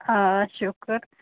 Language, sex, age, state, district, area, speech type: Kashmiri, female, 18-30, Jammu and Kashmir, Ganderbal, rural, conversation